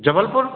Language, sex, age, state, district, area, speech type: Hindi, male, 18-30, Madhya Pradesh, Jabalpur, urban, conversation